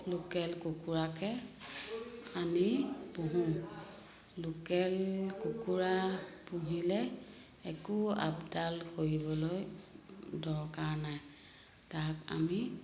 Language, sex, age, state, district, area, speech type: Assamese, female, 45-60, Assam, Sivasagar, rural, spontaneous